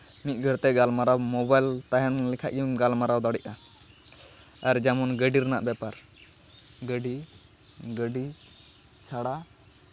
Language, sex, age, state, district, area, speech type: Santali, male, 18-30, West Bengal, Malda, rural, spontaneous